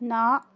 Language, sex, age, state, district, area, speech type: Punjabi, female, 18-30, Punjab, Tarn Taran, rural, read